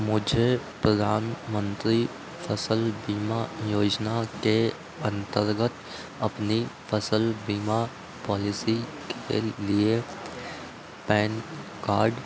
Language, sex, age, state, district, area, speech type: Hindi, male, 30-45, Madhya Pradesh, Harda, urban, read